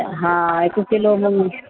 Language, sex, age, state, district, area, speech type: Sindhi, female, 60+, Uttar Pradesh, Lucknow, urban, conversation